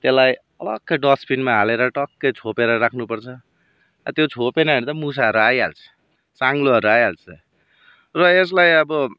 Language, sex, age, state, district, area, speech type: Nepali, male, 30-45, West Bengal, Darjeeling, rural, spontaneous